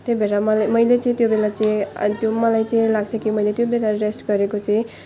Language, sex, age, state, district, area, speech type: Nepali, female, 18-30, West Bengal, Alipurduar, urban, spontaneous